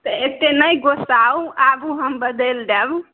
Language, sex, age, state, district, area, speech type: Maithili, female, 18-30, Bihar, Samastipur, urban, conversation